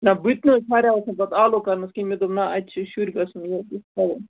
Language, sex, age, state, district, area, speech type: Kashmiri, male, 18-30, Jammu and Kashmir, Baramulla, rural, conversation